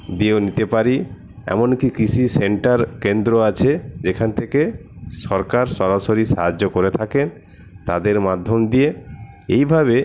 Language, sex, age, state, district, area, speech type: Bengali, male, 60+, West Bengal, Paschim Bardhaman, urban, spontaneous